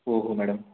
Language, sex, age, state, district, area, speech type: Marathi, male, 18-30, Maharashtra, Pune, urban, conversation